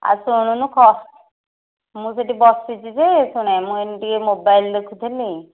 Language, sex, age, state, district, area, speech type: Odia, female, 30-45, Odisha, Nayagarh, rural, conversation